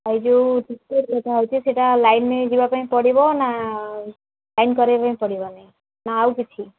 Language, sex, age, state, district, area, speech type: Odia, female, 30-45, Odisha, Sambalpur, rural, conversation